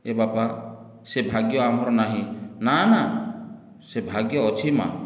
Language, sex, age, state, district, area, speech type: Odia, male, 60+, Odisha, Boudh, rural, spontaneous